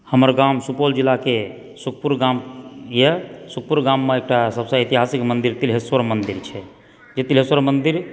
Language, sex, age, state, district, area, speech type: Maithili, female, 30-45, Bihar, Supaul, rural, spontaneous